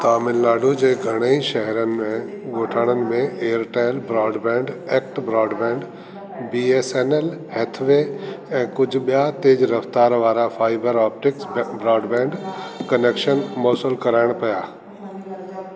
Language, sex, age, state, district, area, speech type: Sindhi, male, 60+, Delhi, South Delhi, urban, read